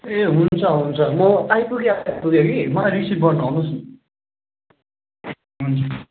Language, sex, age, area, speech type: Nepali, male, 18-30, rural, conversation